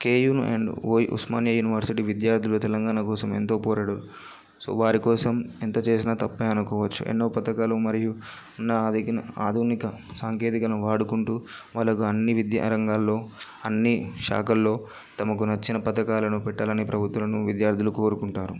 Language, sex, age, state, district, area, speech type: Telugu, male, 18-30, Telangana, Yadadri Bhuvanagiri, urban, spontaneous